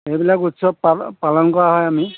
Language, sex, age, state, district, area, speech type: Assamese, male, 45-60, Assam, Majuli, rural, conversation